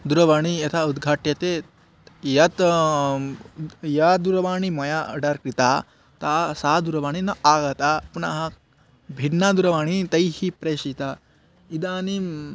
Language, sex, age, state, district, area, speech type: Sanskrit, male, 18-30, West Bengal, Paschim Medinipur, urban, spontaneous